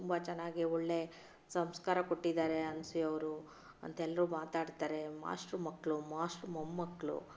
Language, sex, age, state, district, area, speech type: Kannada, female, 45-60, Karnataka, Chitradurga, rural, spontaneous